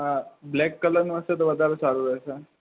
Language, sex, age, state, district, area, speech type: Gujarati, male, 18-30, Gujarat, Ahmedabad, urban, conversation